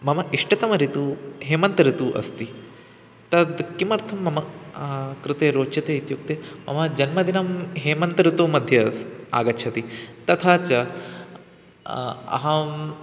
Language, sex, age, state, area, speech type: Sanskrit, male, 18-30, Chhattisgarh, urban, spontaneous